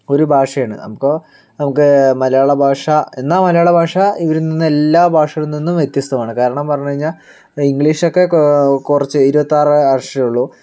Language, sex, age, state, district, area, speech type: Malayalam, male, 18-30, Kerala, Palakkad, rural, spontaneous